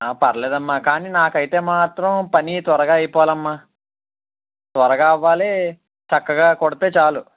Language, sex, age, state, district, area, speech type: Telugu, male, 18-30, Andhra Pradesh, Guntur, urban, conversation